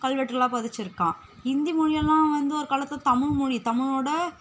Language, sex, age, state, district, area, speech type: Tamil, female, 18-30, Tamil Nadu, Chennai, urban, spontaneous